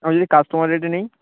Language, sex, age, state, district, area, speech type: Bengali, male, 18-30, West Bengal, Uttar Dinajpur, urban, conversation